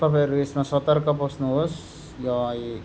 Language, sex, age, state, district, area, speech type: Nepali, male, 30-45, West Bengal, Darjeeling, rural, spontaneous